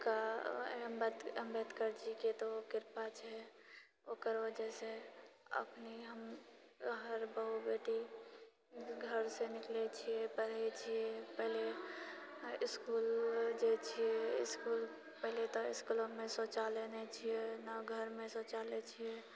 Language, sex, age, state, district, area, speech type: Maithili, female, 45-60, Bihar, Purnia, rural, spontaneous